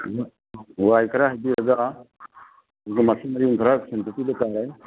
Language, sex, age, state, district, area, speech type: Manipuri, male, 60+, Manipur, Imphal East, rural, conversation